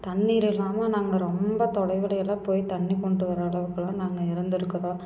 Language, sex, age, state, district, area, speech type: Tamil, female, 30-45, Tamil Nadu, Tiruppur, rural, spontaneous